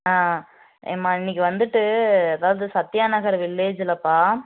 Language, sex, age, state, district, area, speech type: Tamil, female, 18-30, Tamil Nadu, Namakkal, rural, conversation